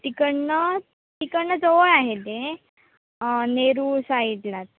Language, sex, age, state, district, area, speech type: Marathi, female, 18-30, Maharashtra, Sindhudurg, rural, conversation